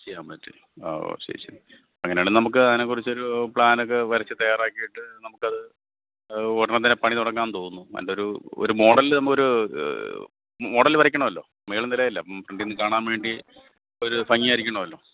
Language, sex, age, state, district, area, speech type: Malayalam, male, 30-45, Kerala, Thiruvananthapuram, urban, conversation